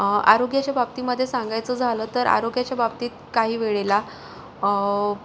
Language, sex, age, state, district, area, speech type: Marathi, female, 45-60, Maharashtra, Yavatmal, urban, spontaneous